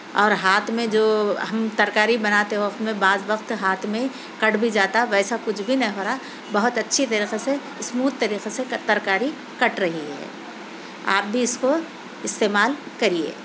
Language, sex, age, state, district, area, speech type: Urdu, female, 45-60, Telangana, Hyderabad, urban, spontaneous